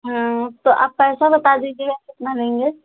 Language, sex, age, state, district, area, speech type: Hindi, female, 18-30, Uttar Pradesh, Azamgarh, urban, conversation